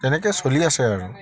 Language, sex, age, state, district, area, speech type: Assamese, male, 45-60, Assam, Charaideo, rural, spontaneous